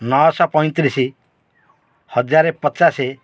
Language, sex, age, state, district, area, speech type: Odia, male, 45-60, Odisha, Kendrapara, urban, spontaneous